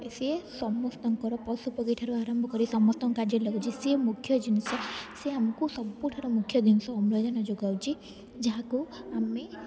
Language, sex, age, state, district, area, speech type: Odia, female, 18-30, Odisha, Rayagada, rural, spontaneous